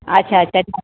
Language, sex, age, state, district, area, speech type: Sindhi, female, 45-60, Maharashtra, Mumbai Suburban, urban, conversation